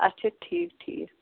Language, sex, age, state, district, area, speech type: Kashmiri, female, 18-30, Jammu and Kashmir, Pulwama, rural, conversation